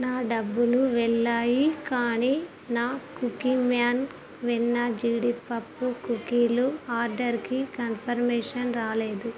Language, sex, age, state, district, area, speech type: Telugu, female, 30-45, Telangana, Karimnagar, rural, read